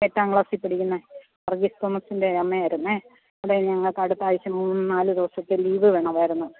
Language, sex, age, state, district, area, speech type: Malayalam, female, 45-60, Kerala, Pathanamthitta, rural, conversation